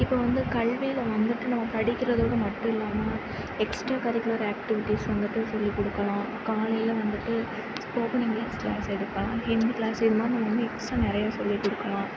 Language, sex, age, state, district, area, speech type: Tamil, female, 18-30, Tamil Nadu, Sivaganga, rural, spontaneous